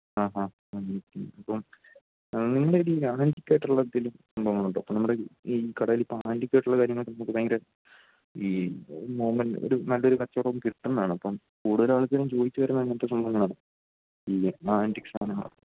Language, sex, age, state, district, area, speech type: Malayalam, male, 18-30, Kerala, Idukki, rural, conversation